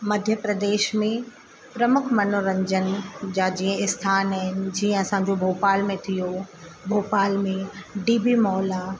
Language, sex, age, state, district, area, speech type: Sindhi, female, 30-45, Madhya Pradesh, Katni, urban, spontaneous